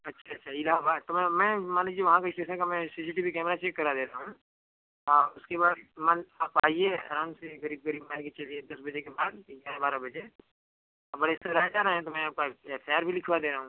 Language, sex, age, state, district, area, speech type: Hindi, male, 18-30, Uttar Pradesh, Chandauli, rural, conversation